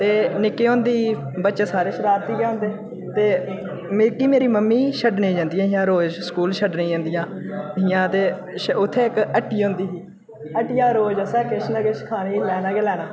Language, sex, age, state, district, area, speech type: Dogri, male, 18-30, Jammu and Kashmir, Udhampur, rural, spontaneous